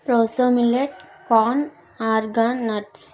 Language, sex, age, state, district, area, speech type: Telugu, female, 18-30, Andhra Pradesh, Krishna, rural, spontaneous